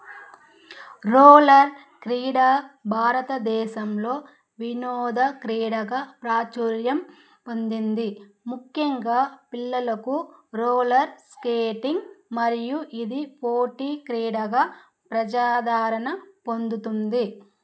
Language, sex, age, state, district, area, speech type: Telugu, female, 30-45, Andhra Pradesh, Chittoor, rural, read